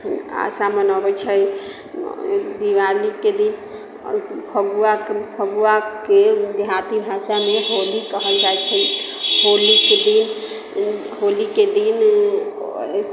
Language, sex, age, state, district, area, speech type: Maithili, female, 45-60, Bihar, Sitamarhi, rural, spontaneous